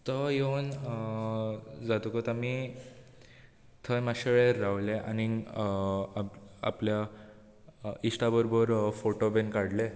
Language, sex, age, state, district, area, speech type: Goan Konkani, male, 18-30, Goa, Bardez, urban, spontaneous